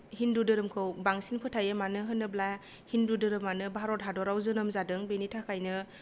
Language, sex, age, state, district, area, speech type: Bodo, female, 30-45, Assam, Kokrajhar, rural, spontaneous